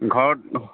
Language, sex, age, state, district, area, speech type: Assamese, male, 30-45, Assam, Charaideo, urban, conversation